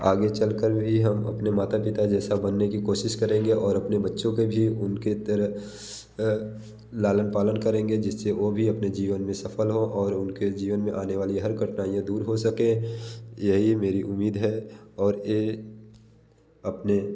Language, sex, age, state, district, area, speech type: Hindi, male, 30-45, Uttar Pradesh, Bhadohi, rural, spontaneous